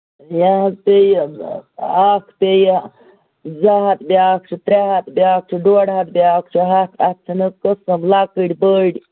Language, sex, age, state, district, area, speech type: Kashmiri, female, 45-60, Jammu and Kashmir, Ganderbal, rural, conversation